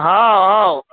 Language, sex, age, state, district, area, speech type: Gujarati, male, 45-60, Gujarat, Aravalli, urban, conversation